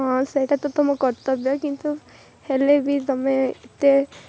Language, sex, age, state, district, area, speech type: Odia, female, 18-30, Odisha, Rayagada, rural, spontaneous